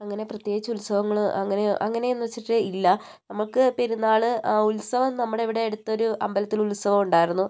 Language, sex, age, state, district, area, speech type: Malayalam, female, 60+, Kerala, Wayanad, rural, spontaneous